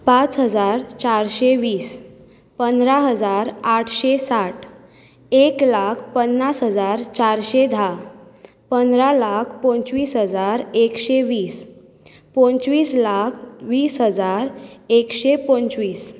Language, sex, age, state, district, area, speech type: Goan Konkani, female, 18-30, Goa, Bardez, urban, spontaneous